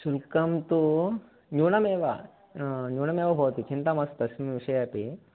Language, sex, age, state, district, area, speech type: Sanskrit, male, 30-45, Telangana, Ranga Reddy, urban, conversation